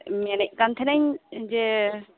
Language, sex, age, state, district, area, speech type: Santali, female, 18-30, West Bengal, Birbhum, rural, conversation